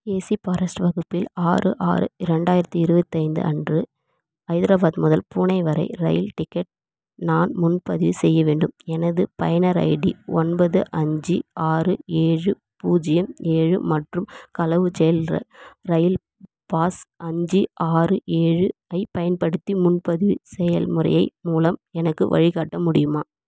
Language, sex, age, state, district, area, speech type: Tamil, female, 30-45, Tamil Nadu, Vellore, urban, read